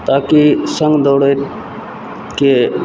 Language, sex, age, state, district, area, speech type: Maithili, male, 18-30, Bihar, Madhepura, rural, spontaneous